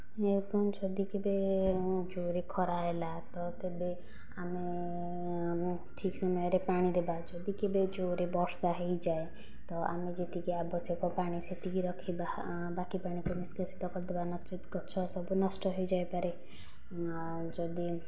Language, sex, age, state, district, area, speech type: Odia, female, 45-60, Odisha, Nayagarh, rural, spontaneous